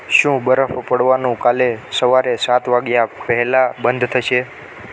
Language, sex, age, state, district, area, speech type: Gujarati, male, 18-30, Gujarat, Ahmedabad, urban, read